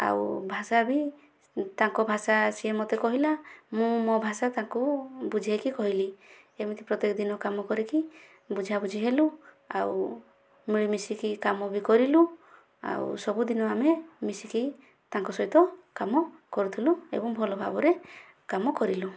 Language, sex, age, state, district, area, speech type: Odia, female, 30-45, Odisha, Kandhamal, rural, spontaneous